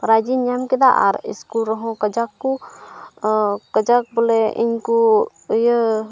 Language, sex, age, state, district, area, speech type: Santali, female, 18-30, Jharkhand, Pakur, rural, spontaneous